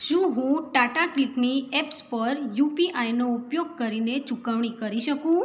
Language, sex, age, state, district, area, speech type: Gujarati, female, 45-60, Gujarat, Mehsana, rural, read